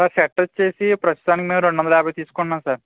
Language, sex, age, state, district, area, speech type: Telugu, male, 18-30, Andhra Pradesh, East Godavari, rural, conversation